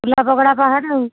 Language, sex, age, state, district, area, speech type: Odia, female, 60+, Odisha, Jharsuguda, rural, conversation